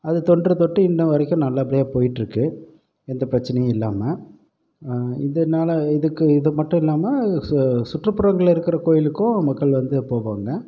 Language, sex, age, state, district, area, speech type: Tamil, male, 45-60, Tamil Nadu, Pudukkottai, rural, spontaneous